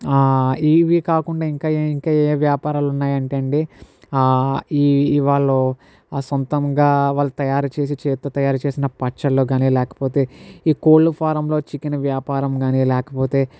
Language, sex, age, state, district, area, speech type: Telugu, male, 60+, Andhra Pradesh, Kakinada, rural, spontaneous